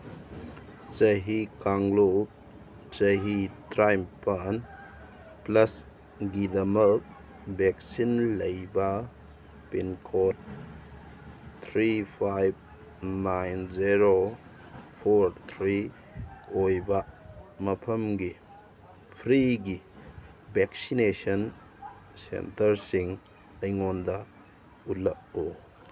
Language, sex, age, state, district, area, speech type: Manipuri, male, 45-60, Manipur, Churachandpur, rural, read